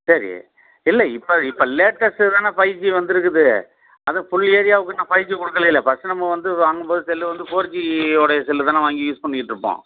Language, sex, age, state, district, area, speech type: Tamil, male, 45-60, Tamil Nadu, Tiruppur, rural, conversation